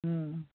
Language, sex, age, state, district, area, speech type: Bengali, male, 45-60, West Bengal, Cooch Behar, urban, conversation